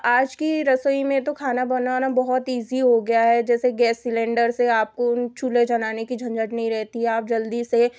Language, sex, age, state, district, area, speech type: Hindi, female, 18-30, Madhya Pradesh, Betul, urban, spontaneous